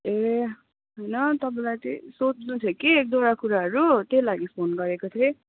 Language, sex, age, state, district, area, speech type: Nepali, female, 18-30, West Bengal, Kalimpong, rural, conversation